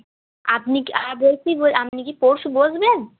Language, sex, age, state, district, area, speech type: Bengali, female, 18-30, West Bengal, Cooch Behar, urban, conversation